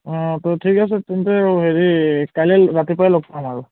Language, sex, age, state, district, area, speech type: Assamese, male, 30-45, Assam, Charaideo, urban, conversation